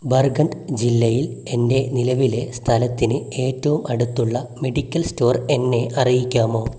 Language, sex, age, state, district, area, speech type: Malayalam, male, 18-30, Kerala, Wayanad, rural, read